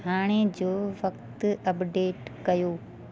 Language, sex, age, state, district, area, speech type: Sindhi, female, 30-45, Delhi, South Delhi, urban, read